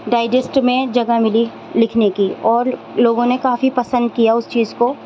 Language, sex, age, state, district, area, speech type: Urdu, female, 30-45, Delhi, Central Delhi, urban, spontaneous